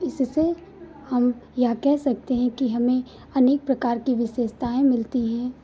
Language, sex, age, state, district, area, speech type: Hindi, female, 30-45, Uttar Pradesh, Lucknow, rural, spontaneous